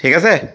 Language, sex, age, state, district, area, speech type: Assamese, male, 60+, Assam, Charaideo, rural, spontaneous